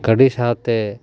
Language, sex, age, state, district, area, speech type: Santali, male, 45-60, West Bengal, Paschim Bardhaman, urban, spontaneous